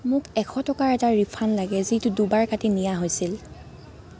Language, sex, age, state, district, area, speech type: Assamese, female, 45-60, Assam, Nagaon, rural, read